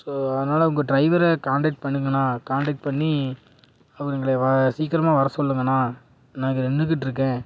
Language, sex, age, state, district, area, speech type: Tamil, male, 18-30, Tamil Nadu, Tiruppur, rural, spontaneous